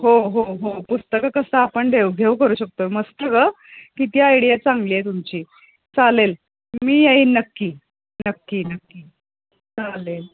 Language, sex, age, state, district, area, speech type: Marathi, female, 30-45, Maharashtra, Kolhapur, urban, conversation